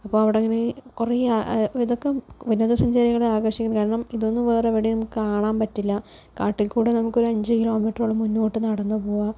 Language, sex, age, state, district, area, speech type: Malayalam, female, 60+, Kerala, Palakkad, rural, spontaneous